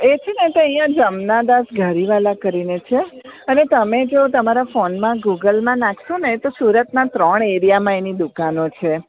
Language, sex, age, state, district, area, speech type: Gujarati, female, 45-60, Gujarat, Surat, urban, conversation